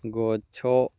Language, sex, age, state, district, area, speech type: Odia, male, 30-45, Odisha, Nuapada, urban, read